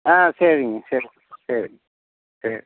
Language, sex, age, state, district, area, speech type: Tamil, male, 60+, Tamil Nadu, Nagapattinam, rural, conversation